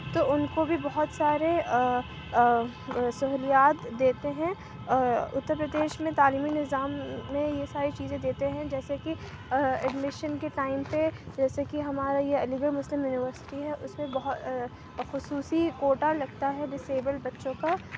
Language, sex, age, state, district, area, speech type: Urdu, female, 45-60, Uttar Pradesh, Aligarh, urban, spontaneous